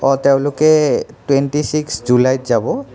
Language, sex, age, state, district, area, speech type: Assamese, male, 30-45, Assam, Nalbari, urban, spontaneous